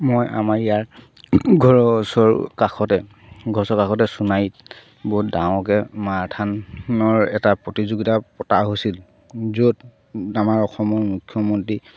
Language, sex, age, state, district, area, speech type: Assamese, male, 30-45, Assam, Charaideo, rural, spontaneous